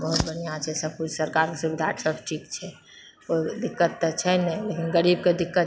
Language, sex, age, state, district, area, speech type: Maithili, female, 60+, Bihar, Purnia, rural, spontaneous